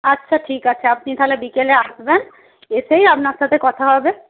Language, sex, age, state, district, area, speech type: Bengali, female, 45-60, West Bengal, Jalpaiguri, rural, conversation